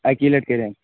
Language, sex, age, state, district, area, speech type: Kashmiri, male, 18-30, Jammu and Kashmir, Shopian, rural, conversation